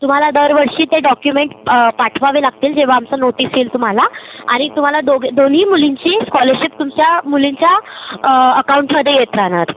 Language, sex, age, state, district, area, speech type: Marathi, female, 30-45, Maharashtra, Nagpur, rural, conversation